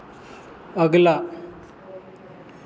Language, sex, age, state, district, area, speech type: Hindi, male, 30-45, Madhya Pradesh, Hoshangabad, rural, read